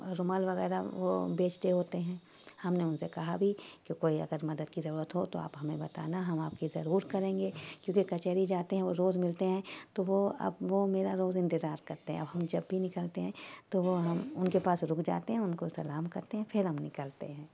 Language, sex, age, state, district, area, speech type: Urdu, female, 30-45, Uttar Pradesh, Shahjahanpur, urban, spontaneous